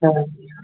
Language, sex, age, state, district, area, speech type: Bengali, male, 18-30, West Bengal, Paschim Bardhaman, rural, conversation